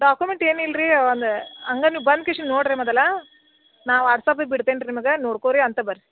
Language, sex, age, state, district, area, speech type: Kannada, female, 60+, Karnataka, Belgaum, rural, conversation